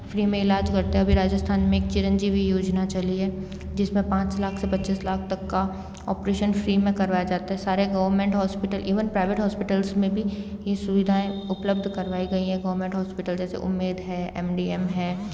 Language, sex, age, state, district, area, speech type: Hindi, female, 18-30, Rajasthan, Jodhpur, urban, spontaneous